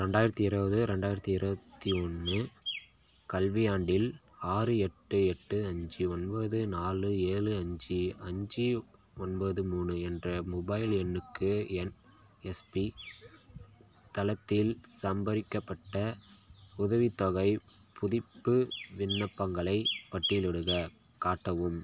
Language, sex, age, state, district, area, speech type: Tamil, male, 18-30, Tamil Nadu, Kallakurichi, urban, read